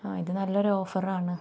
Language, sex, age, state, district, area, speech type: Malayalam, female, 30-45, Kerala, Kozhikode, rural, spontaneous